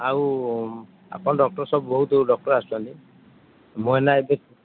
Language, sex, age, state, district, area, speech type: Odia, male, 30-45, Odisha, Kendujhar, urban, conversation